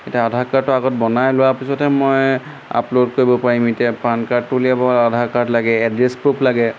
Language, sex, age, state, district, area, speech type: Assamese, male, 18-30, Assam, Golaghat, rural, spontaneous